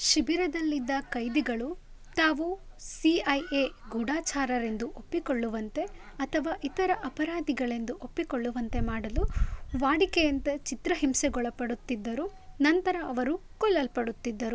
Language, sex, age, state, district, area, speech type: Kannada, female, 18-30, Karnataka, Chitradurga, rural, read